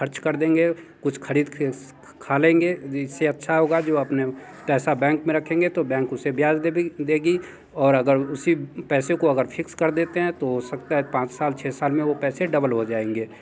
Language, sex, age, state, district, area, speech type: Hindi, male, 30-45, Bihar, Muzaffarpur, rural, spontaneous